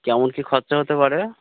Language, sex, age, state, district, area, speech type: Bengali, male, 18-30, West Bengal, Birbhum, urban, conversation